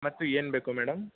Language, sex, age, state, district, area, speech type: Kannada, male, 18-30, Karnataka, Mysore, urban, conversation